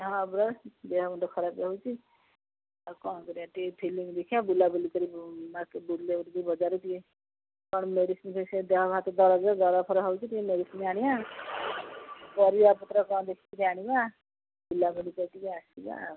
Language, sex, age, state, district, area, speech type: Odia, female, 60+, Odisha, Jagatsinghpur, rural, conversation